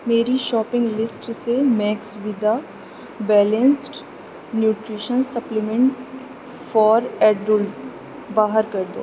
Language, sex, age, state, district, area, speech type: Urdu, female, 18-30, Uttar Pradesh, Aligarh, urban, read